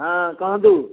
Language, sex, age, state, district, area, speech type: Odia, male, 60+, Odisha, Gajapati, rural, conversation